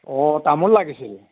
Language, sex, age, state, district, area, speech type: Assamese, male, 30-45, Assam, Nagaon, rural, conversation